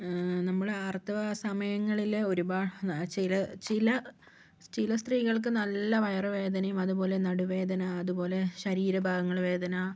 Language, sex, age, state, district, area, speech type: Malayalam, female, 45-60, Kerala, Wayanad, rural, spontaneous